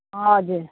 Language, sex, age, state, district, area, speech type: Nepali, female, 30-45, West Bengal, Kalimpong, rural, conversation